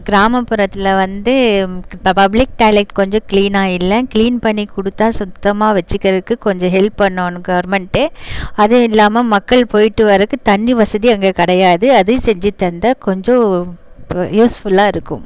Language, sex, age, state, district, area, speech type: Tamil, female, 30-45, Tamil Nadu, Erode, rural, spontaneous